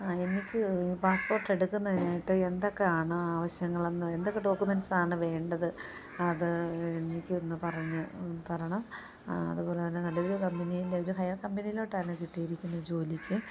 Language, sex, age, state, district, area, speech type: Malayalam, female, 30-45, Kerala, Alappuzha, rural, spontaneous